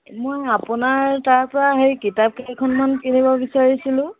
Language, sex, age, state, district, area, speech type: Assamese, female, 30-45, Assam, Jorhat, urban, conversation